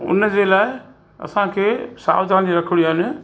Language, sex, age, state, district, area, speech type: Sindhi, male, 60+, Gujarat, Kutch, rural, spontaneous